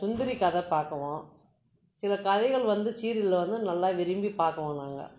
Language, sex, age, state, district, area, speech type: Tamil, female, 60+, Tamil Nadu, Krishnagiri, rural, spontaneous